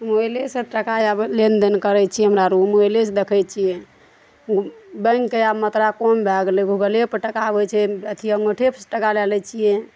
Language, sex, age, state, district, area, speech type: Maithili, female, 45-60, Bihar, Araria, rural, spontaneous